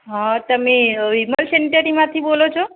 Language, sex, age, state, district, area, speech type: Gujarati, female, 45-60, Gujarat, Mehsana, rural, conversation